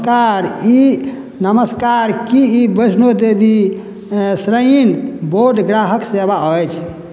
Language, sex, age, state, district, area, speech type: Maithili, male, 60+, Bihar, Madhubani, rural, read